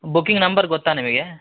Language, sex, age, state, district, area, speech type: Kannada, male, 30-45, Karnataka, Shimoga, urban, conversation